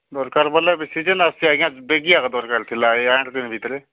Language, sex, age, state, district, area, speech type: Odia, male, 45-60, Odisha, Nabarangpur, rural, conversation